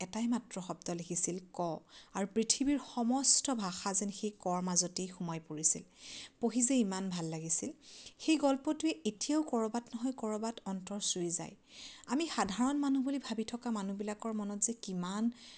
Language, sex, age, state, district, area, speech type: Assamese, female, 30-45, Assam, Majuli, urban, spontaneous